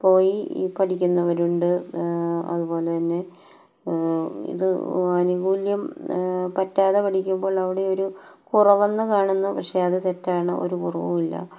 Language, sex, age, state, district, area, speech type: Malayalam, female, 45-60, Kerala, Palakkad, rural, spontaneous